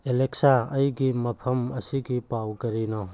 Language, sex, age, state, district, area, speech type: Manipuri, male, 45-60, Manipur, Churachandpur, rural, read